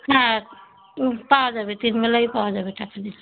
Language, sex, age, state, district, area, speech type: Bengali, female, 45-60, West Bengal, Darjeeling, urban, conversation